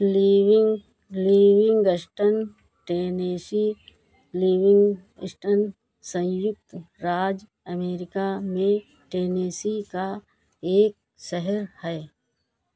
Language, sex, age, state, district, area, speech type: Hindi, female, 60+, Uttar Pradesh, Hardoi, rural, read